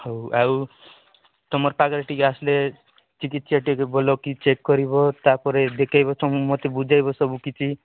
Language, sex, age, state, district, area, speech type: Odia, male, 30-45, Odisha, Nabarangpur, urban, conversation